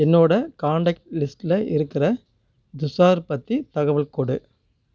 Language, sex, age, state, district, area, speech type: Tamil, male, 30-45, Tamil Nadu, Namakkal, rural, read